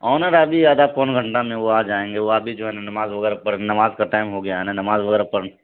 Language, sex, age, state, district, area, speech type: Urdu, male, 30-45, Bihar, Supaul, rural, conversation